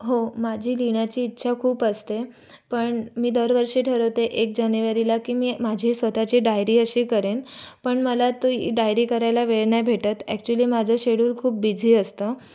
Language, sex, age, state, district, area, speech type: Marathi, female, 18-30, Maharashtra, Raigad, rural, spontaneous